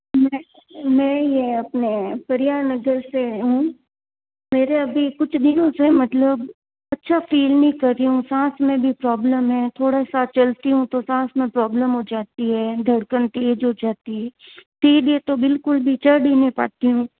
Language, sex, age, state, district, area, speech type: Hindi, female, 45-60, Rajasthan, Jodhpur, urban, conversation